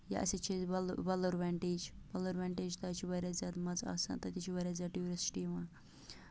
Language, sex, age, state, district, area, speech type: Kashmiri, female, 18-30, Jammu and Kashmir, Bandipora, rural, spontaneous